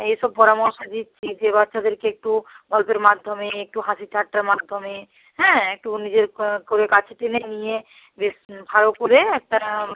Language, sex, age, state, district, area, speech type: Bengali, female, 45-60, West Bengal, Bankura, urban, conversation